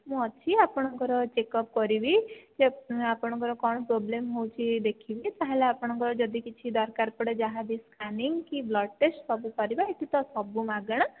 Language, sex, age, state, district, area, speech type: Odia, female, 30-45, Odisha, Jajpur, rural, conversation